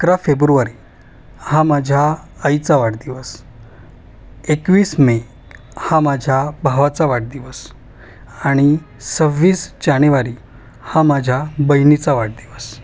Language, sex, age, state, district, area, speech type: Marathi, male, 30-45, Maharashtra, Ahmednagar, urban, spontaneous